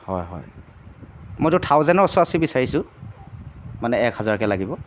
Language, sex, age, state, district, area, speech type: Assamese, male, 30-45, Assam, Jorhat, urban, spontaneous